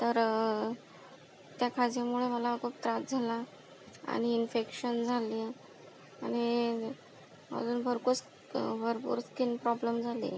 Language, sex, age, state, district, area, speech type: Marathi, female, 45-60, Maharashtra, Akola, rural, spontaneous